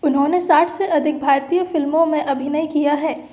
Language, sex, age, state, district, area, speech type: Hindi, female, 18-30, Madhya Pradesh, Jabalpur, urban, read